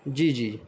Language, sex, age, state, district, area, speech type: Urdu, male, 18-30, Uttar Pradesh, Saharanpur, urban, spontaneous